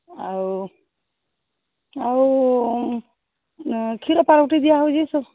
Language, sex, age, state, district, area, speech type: Odia, female, 45-60, Odisha, Sambalpur, rural, conversation